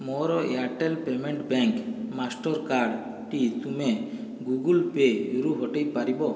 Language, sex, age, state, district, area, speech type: Odia, male, 45-60, Odisha, Boudh, rural, read